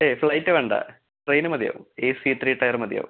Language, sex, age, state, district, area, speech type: Malayalam, male, 18-30, Kerala, Thrissur, urban, conversation